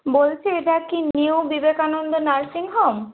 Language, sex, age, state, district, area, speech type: Bengali, female, 30-45, West Bengal, Purba Medinipur, rural, conversation